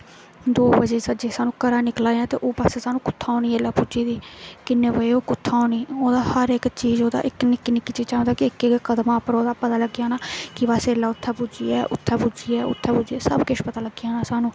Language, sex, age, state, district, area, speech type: Dogri, female, 18-30, Jammu and Kashmir, Jammu, rural, spontaneous